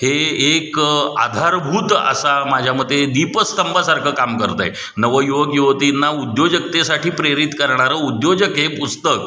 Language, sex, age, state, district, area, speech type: Marathi, male, 45-60, Maharashtra, Satara, urban, spontaneous